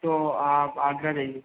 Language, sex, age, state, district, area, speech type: Hindi, male, 30-45, Uttar Pradesh, Lucknow, rural, conversation